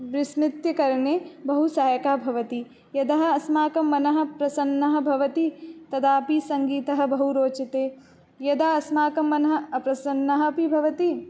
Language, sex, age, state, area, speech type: Sanskrit, female, 18-30, Uttar Pradesh, rural, spontaneous